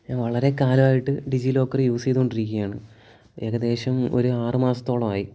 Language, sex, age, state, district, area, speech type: Malayalam, male, 18-30, Kerala, Kollam, rural, spontaneous